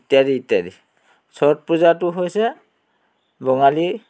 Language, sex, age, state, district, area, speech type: Assamese, male, 60+, Assam, Dhemaji, rural, spontaneous